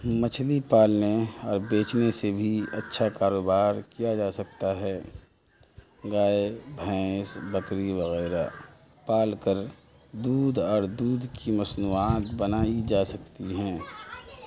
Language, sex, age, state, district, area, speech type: Urdu, male, 30-45, Bihar, Madhubani, rural, spontaneous